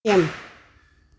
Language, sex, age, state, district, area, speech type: Bodo, female, 60+, Assam, Kokrajhar, rural, read